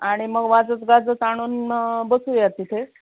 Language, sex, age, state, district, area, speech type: Marathi, female, 45-60, Maharashtra, Osmanabad, rural, conversation